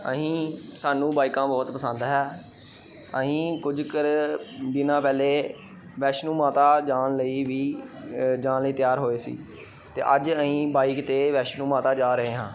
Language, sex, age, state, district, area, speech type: Punjabi, male, 18-30, Punjab, Pathankot, urban, spontaneous